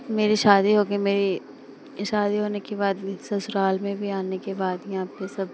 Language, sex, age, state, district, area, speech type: Hindi, female, 18-30, Uttar Pradesh, Pratapgarh, urban, spontaneous